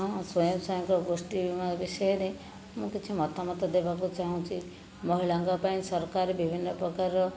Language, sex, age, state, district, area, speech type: Odia, female, 60+, Odisha, Khordha, rural, spontaneous